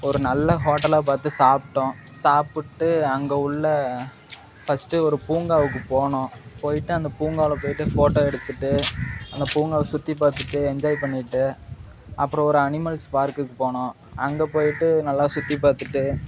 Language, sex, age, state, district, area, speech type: Tamil, male, 18-30, Tamil Nadu, Madurai, urban, spontaneous